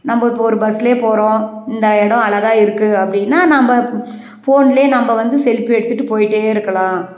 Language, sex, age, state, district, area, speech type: Tamil, female, 60+, Tamil Nadu, Krishnagiri, rural, spontaneous